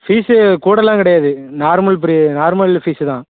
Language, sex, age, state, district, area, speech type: Tamil, male, 18-30, Tamil Nadu, Thoothukudi, rural, conversation